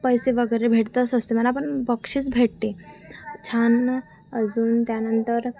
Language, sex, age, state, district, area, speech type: Marathi, female, 18-30, Maharashtra, Wardha, rural, spontaneous